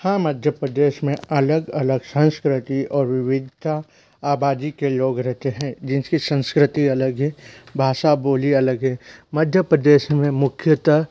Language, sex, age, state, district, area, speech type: Hindi, male, 30-45, Madhya Pradesh, Bhopal, urban, spontaneous